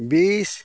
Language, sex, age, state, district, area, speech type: Santali, male, 45-60, Jharkhand, Bokaro, rural, spontaneous